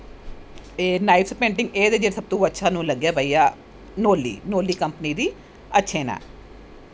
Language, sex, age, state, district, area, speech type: Dogri, female, 30-45, Jammu and Kashmir, Jammu, urban, spontaneous